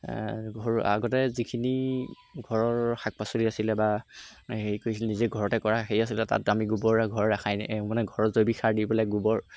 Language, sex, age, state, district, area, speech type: Assamese, male, 18-30, Assam, Golaghat, urban, spontaneous